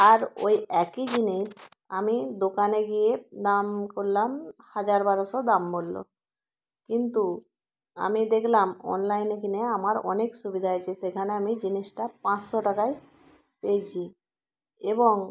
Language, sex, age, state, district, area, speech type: Bengali, female, 30-45, West Bengal, Jalpaiguri, rural, spontaneous